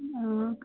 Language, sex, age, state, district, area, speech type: Malayalam, female, 18-30, Kerala, Kasaragod, rural, conversation